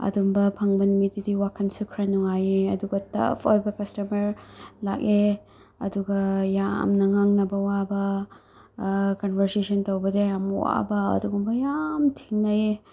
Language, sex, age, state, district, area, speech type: Manipuri, female, 30-45, Manipur, Tengnoupal, rural, spontaneous